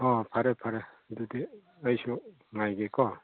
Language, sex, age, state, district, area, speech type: Manipuri, male, 30-45, Manipur, Chandel, rural, conversation